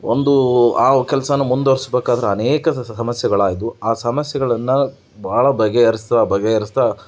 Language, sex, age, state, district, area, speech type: Kannada, male, 30-45, Karnataka, Davanagere, rural, spontaneous